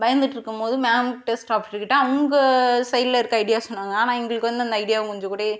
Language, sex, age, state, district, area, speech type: Tamil, female, 30-45, Tamil Nadu, Ariyalur, rural, spontaneous